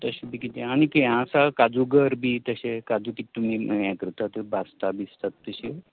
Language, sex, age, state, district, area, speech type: Goan Konkani, male, 60+, Goa, Canacona, rural, conversation